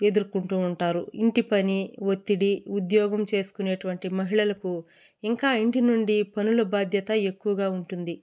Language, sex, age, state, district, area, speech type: Telugu, female, 30-45, Andhra Pradesh, Kadapa, rural, spontaneous